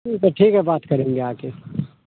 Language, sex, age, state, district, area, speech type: Hindi, male, 30-45, Bihar, Madhepura, rural, conversation